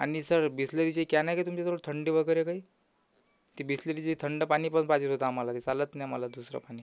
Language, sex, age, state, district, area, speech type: Marathi, male, 18-30, Maharashtra, Amravati, urban, spontaneous